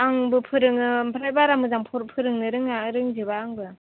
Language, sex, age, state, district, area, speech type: Bodo, female, 18-30, Assam, Chirang, rural, conversation